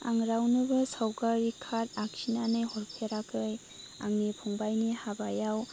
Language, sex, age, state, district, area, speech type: Bodo, female, 30-45, Assam, Chirang, rural, spontaneous